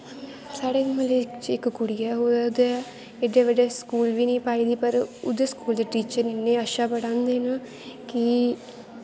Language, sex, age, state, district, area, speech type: Dogri, female, 18-30, Jammu and Kashmir, Kathua, rural, spontaneous